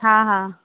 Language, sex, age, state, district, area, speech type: Sindhi, female, 30-45, Maharashtra, Mumbai Suburban, urban, conversation